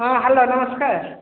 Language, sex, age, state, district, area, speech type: Odia, female, 45-60, Odisha, Sambalpur, rural, conversation